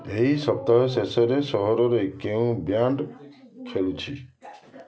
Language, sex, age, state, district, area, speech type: Odia, male, 45-60, Odisha, Balasore, rural, read